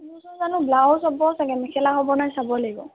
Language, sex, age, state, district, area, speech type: Assamese, female, 18-30, Assam, Sivasagar, rural, conversation